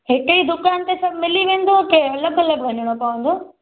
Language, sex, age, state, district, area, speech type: Sindhi, female, 18-30, Gujarat, Junagadh, urban, conversation